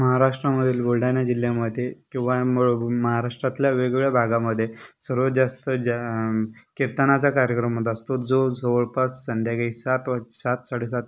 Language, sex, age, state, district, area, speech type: Marathi, male, 30-45, Maharashtra, Buldhana, urban, spontaneous